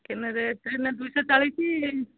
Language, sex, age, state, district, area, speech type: Odia, female, 60+, Odisha, Jharsuguda, rural, conversation